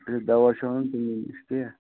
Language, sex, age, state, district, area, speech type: Kashmiri, male, 60+, Jammu and Kashmir, Shopian, rural, conversation